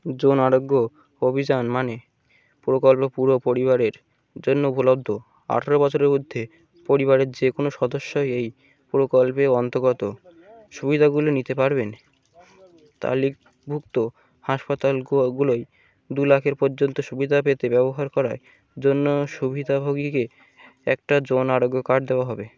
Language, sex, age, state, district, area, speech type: Bengali, male, 18-30, West Bengal, Birbhum, urban, read